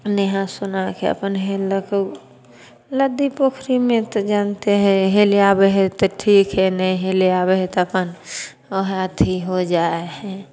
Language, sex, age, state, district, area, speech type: Maithili, female, 18-30, Bihar, Samastipur, rural, spontaneous